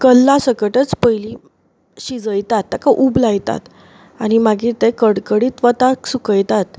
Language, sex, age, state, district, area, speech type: Goan Konkani, female, 30-45, Goa, Bardez, rural, spontaneous